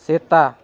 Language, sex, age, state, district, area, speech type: Santali, male, 45-60, Jharkhand, East Singhbhum, rural, read